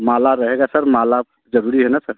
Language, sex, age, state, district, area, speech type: Hindi, male, 30-45, Uttar Pradesh, Prayagraj, rural, conversation